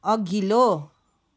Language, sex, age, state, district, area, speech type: Nepali, female, 30-45, West Bengal, Darjeeling, rural, read